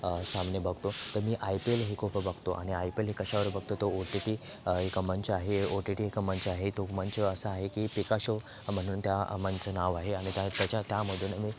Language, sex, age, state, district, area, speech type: Marathi, male, 18-30, Maharashtra, Thane, urban, spontaneous